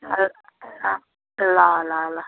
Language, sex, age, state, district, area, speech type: Nepali, female, 45-60, West Bengal, Jalpaiguri, rural, conversation